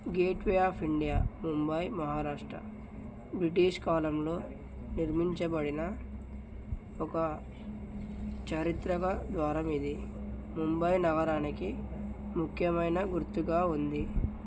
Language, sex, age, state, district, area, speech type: Telugu, male, 18-30, Telangana, Narayanpet, urban, spontaneous